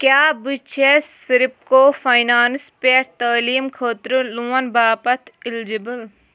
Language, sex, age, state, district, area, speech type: Kashmiri, female, 30-45, Jammu and Kashmir, Shopian, rural, read